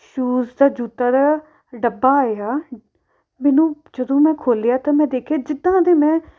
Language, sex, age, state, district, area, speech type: Punjabi, female, 18-30, Punjab, Amritsar, urban, spontaneous